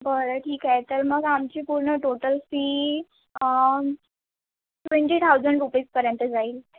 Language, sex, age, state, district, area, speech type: Marathi, female, 18-30, Maharashtra, Nagpur, urban, conversation